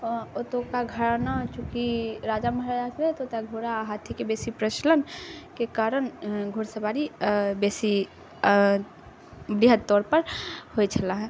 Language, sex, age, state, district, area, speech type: Maithili, female, 18-30, Bihar, Saharsa, urban, spontaneous